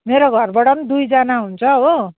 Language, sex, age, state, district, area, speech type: Nepali, female, 45-60, West Bengal, Jalpaiguri, rural, conversation